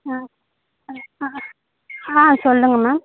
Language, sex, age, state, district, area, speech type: Tamil, female, 45-60, Tamil Nadu, Tiruchirappalli, rural, conversation